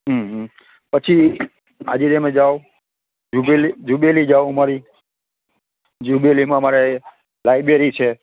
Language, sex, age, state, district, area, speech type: Gujarati, male, 45-60, Gujarat, Rajkot, rural, conversation